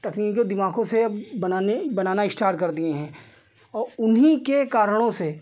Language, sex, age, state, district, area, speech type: Hindi, male, 45-60, Uttar Pradesh, Lucknow, rural, spontaneous